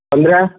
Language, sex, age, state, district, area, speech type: Marathi, male, 18-30, Maharashtra, Amravati, rural, conversation